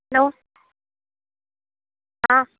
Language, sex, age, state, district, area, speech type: Hindi, female, 30-45, Uttar Pradesh, Mirzapur, rural, conversation